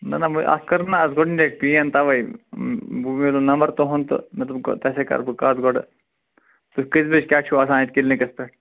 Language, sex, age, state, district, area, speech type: Kashmiri, male, 45-60, Jammu and Kashmir, Ganderbal, rural, conversation